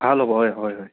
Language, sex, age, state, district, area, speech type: Assamese, male, 18-30, Assam, Sonitpur, rural, conversation